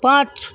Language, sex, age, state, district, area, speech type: Bengali, male, 60+, West Bengal, Paschim Medinipur, rural, read